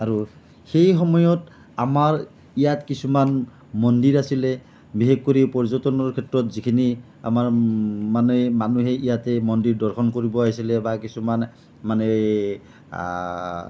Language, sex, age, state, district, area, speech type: Assamese, male, 45-60, Assam, Nalbari, rural, spontaneous